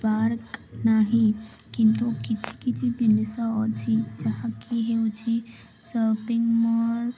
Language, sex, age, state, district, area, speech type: Odia, female, 18-30, Odisha, Balangir, urban, spontaneous